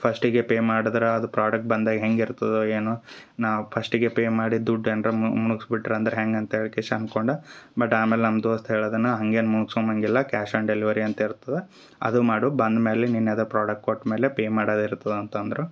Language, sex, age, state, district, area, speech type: Kannada, male, 30-45, Karnataka, Gulbarga, rural, spontaneous